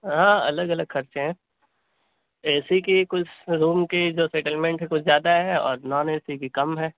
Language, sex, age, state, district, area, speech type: Urdu, male, 18-30, Bihar, Purnia, rural, conversation